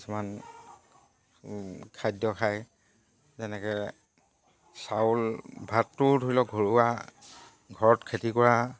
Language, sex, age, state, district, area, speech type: Assamese, male, 45-60, Assam, Dhemaji, rural, spontaneous